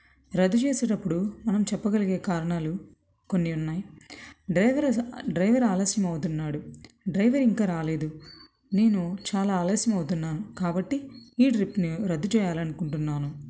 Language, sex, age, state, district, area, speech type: Telugu, female, 30-45, Andhra Pradesh, Krishna, urban, spontaneous